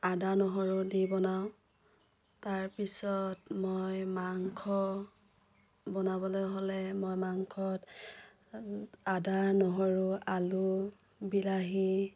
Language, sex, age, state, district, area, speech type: Assamese, female, 45-60, Assam, Dhemaji, rural, spontaneous